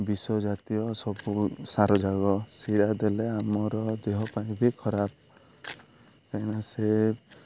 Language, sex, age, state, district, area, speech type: Odia, male, 30-45, Odisha, Malkangiri, urban, spontaneous